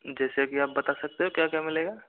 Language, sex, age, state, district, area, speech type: Hindi, male, 45-60, Rajasthan, Karauli, rural, conversation